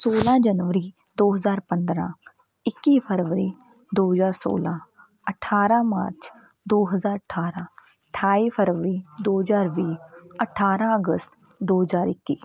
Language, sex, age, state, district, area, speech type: Punjabi, female, 30-45, Punjab, Patiala, rural, spontaneous